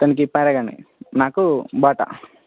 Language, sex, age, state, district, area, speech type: Telugu, male, 18-30, Telangana, Jangaon, urban, conversation